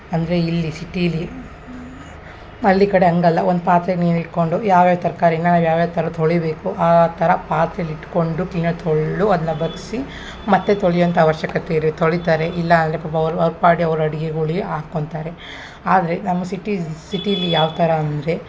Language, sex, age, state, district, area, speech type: Kannada, female, 30-45, Karnataka, Hassan, urban, spontaneous